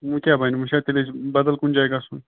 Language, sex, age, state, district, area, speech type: Kashmiri, male, 30-45, Jammu and Kashmir, Bandipora, rural, conversation